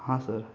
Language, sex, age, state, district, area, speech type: Marathi, male, 18-30, Maharashtra, Ratnagiri, urban, spontaneous